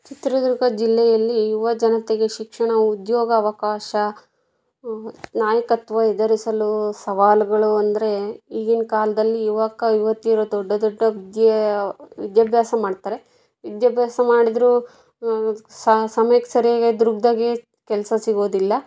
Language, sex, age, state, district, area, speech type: Kannada, female, 60+, Karnataka, Chitradurga, rural, spontaneous